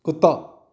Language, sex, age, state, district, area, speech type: Punjabi, male, 30-45, Punjab, Fatehgarh Sahib, urban, read